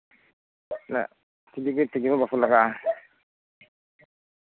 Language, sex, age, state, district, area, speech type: Santali, male, 18-30, West Bengal, Birbhum, rural, conversation